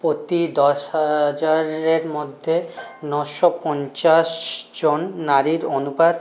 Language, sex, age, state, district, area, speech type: Bengali, male, 30-45, West Bengal, Purulia, urban, spontaneous